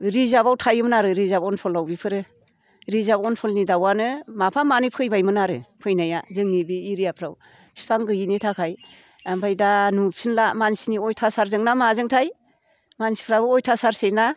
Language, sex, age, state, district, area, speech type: Bodo, female, 60+, Assam, Chirang, rural, spontaneous